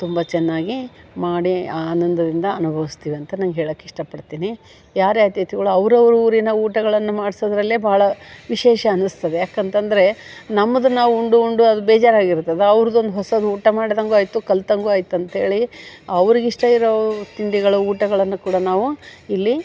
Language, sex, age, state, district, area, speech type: Kannada, female, 60+, Karnataka, Gadag, rural, spontaneous